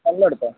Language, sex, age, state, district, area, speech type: Malayalam, male, 18-30, Kerala, Wayanad, rural, conversation